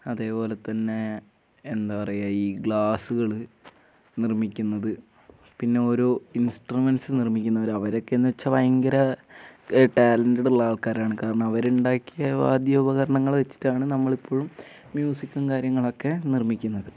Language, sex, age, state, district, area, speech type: Malayalam, male, 18-30, Kerala, Wayanad, rural, spontaneous